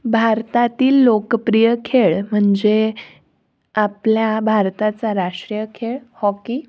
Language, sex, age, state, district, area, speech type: Marathi, female, 18-30, Maharashtra, Nashik, urban, spontaneous